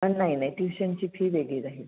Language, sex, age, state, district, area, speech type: Marathi, female, 45-60, Maharashtra, Buldhana, urban, conversation